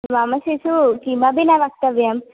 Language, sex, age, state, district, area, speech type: Sanskrit, female, 18-30, Kerala, Kannur, rural, conversation